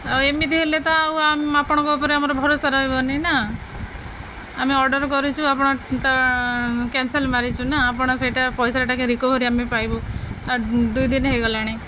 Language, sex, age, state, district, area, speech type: Odia, female, 30-45, Odisha, Jagatsinghpur, rural, spontaneous